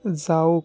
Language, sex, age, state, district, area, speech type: Assamese, male, 30-45, Assam, Biswanath, rural, read